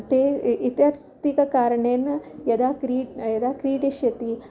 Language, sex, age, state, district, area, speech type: Sanskrit, female, 45-60, Tamil Nadu, Kanyakumari, urban, spontaneous